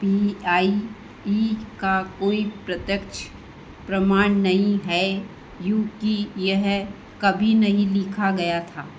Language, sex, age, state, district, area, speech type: Hindi, female, 60+, Madhya Pradesh, Harda, urban, read